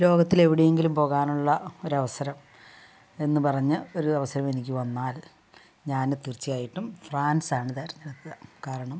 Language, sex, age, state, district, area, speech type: Malayalam, female, 60+, Kerala, Kasaragod, rural, spontaneous